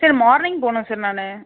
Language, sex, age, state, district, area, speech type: Tamil, female, 18-30, Tamil Nadu, Ariyalur, rural, conversation